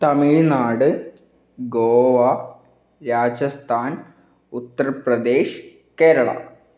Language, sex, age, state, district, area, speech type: Malayalam, male, 18-30, Kerala, Kannur, rural, spontaneous